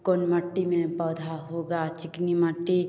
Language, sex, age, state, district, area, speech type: Hindi, female, 18-30, Bihar, Samastipur, rural, spontaneous